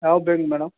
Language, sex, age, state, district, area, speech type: Kannada, male, 45-60, Karnataka, Ramanagara, rural, conversation